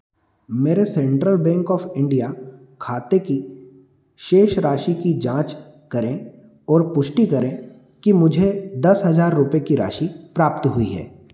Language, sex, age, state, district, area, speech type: Hindi, male, 30-45, Madhya Pradesh, Ujjain, urban, read